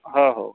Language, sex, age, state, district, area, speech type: Marathi, male, 45-60, Maharashtra, Akola, rural, conversation